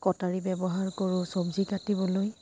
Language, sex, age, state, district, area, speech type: Assamese, female, 30-45, Assam, Charaideo, urban, spontaneous